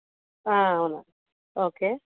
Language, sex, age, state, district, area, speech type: Telugu, female, 30-45, Telangana, Peddapalli, rural, conversation